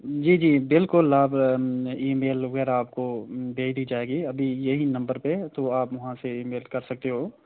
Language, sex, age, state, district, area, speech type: Urdu, male, 18-30, Jammu and Kashmir, Srinagar, urban, conversation